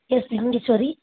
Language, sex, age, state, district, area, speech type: Tamil, female, 18-30, Tamil Nadu, Chennai, urban, conversation